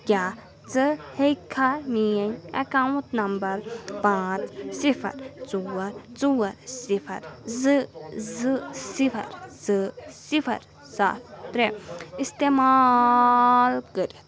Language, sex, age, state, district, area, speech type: Kashmiri, female, 30-45, Jammu and Kashmir, Anantnag, urban, read